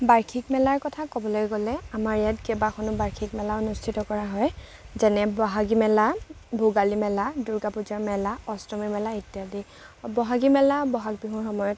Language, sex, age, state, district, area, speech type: Assamese, female, 18-30, Assam, Lakhimpur, rural, spontaneous